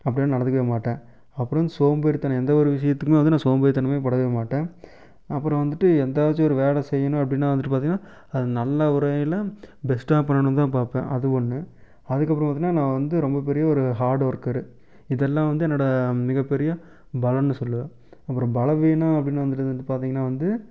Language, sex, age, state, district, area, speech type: Tamil, male, 18-30, Tamil Nadu, Erode, rural, spontaneous